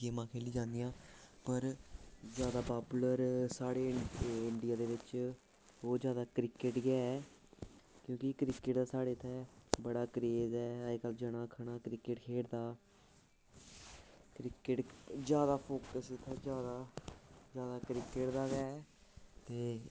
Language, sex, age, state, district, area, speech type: Dogri, male, 18-30, Jammu and Kashmir, Samba, urban, spontaneous